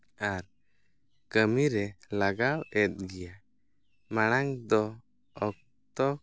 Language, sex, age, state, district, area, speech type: Santali, male, 30-45, Jharkhand, East Singhbhum, rural, spontaneous